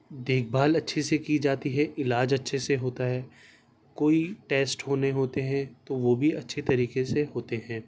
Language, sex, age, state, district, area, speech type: Urdu, male, 18-30, Delhi, Central Delhi, urban, spontaneous